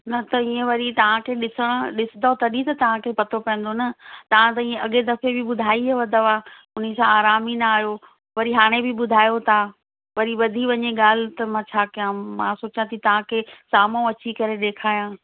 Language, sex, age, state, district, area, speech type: Sindhi, female, 45-60, Delhi, South Delhi, urban, conversation